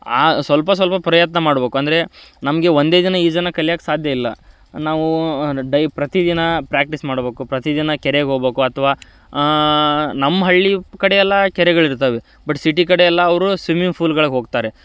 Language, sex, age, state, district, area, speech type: Kannada, male, 30-45, Karnataka, Dharwad, rural, spontaneous